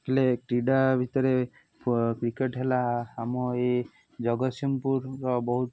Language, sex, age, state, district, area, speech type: Odia, male, 18-30, Odisha, Jagatsinghpur, rural, spontaneous